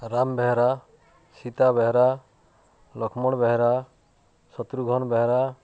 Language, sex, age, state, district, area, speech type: Odia, male, 45-60, Odisha, Nuapada, urban, spontaneous